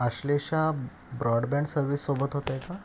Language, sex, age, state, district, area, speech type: Marathi, male, 30-45, Maharashtra, Ratnagiri, urban, spontaneous